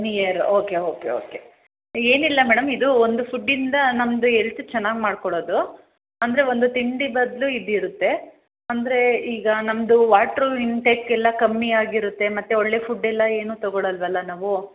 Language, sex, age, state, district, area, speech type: Kannada, female, 30-45, Karnataka, Hassan, urban, conversation